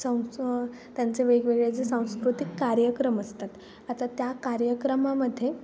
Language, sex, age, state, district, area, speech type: Marathi, female, 18-30, Maharashtra, Ratnagiri, rural, spontaneous